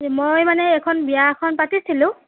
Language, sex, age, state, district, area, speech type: Assamese, female, 30-45, Assam, Nagaon, rural, conversation